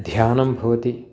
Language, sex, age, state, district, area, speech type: Sanskrit, male, 60+, Telangana, Karimnagar, urban, spontaneous